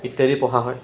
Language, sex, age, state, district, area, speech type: Assamese, male, 30-45, Assam, Jorhat, urban, spontaneous